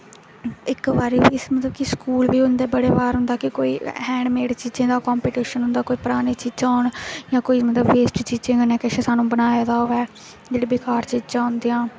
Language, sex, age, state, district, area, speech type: Dogri, female, 18-30, Jammu and Kashmir, Jammu, rural, spontaneous